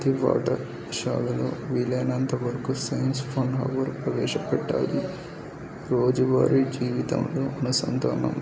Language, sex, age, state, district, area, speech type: Telugu, male, 18-30, Telangana, Medak, rural, spontaneous